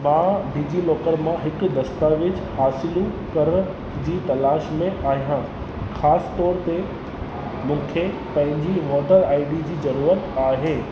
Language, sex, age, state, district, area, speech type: Sindhi, male, 30-45, Rajasthan, Ajmer, urban, read